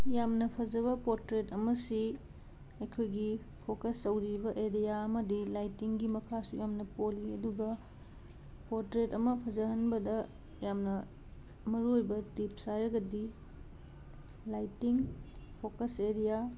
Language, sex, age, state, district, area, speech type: Manipuri, female, 30-45, Manipur, Imphal West, urban, spontaneous